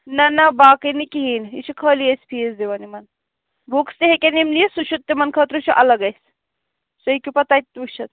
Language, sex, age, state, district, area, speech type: Kashmiri, female, 30-45, Jammu and Kashmir, Shopian, rural, conversation